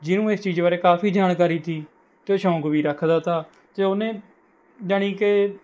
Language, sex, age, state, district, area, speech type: Punjabi, male, 18-30, Punjab, Mohali, rural, spontaneous